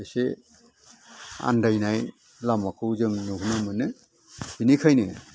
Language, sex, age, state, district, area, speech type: Bodo, male, 60+, Assam, Udalguri, urban, spontaneous